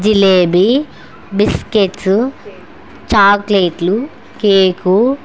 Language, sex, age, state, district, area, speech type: Telugu, female, 30-45, Andhra Pradesh, Kurnool, rural, spontaneous